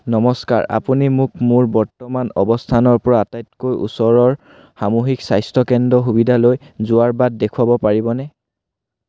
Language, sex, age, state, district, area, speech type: Assamese, male, 18-30, Assam, Sivasagar, rural, read